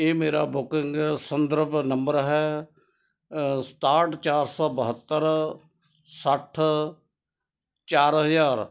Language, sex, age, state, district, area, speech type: Punjabi, male, 60+, Punjab, Ludhiana, rural, read